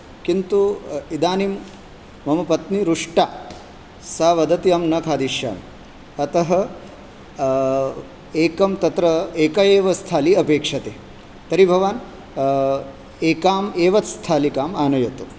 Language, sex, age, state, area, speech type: Sanskrit, male, 30-45, Rajasthan, urban, spontaneous